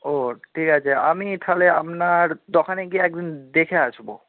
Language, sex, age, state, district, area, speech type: Bengali, male, 45-60, West Bengal, Jhargram, rural, conversation